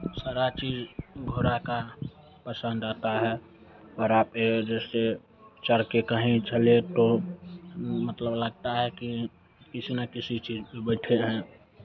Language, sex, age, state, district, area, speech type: Hindi, male, 30-45, Bihar, Madhepura, rural, spontaneous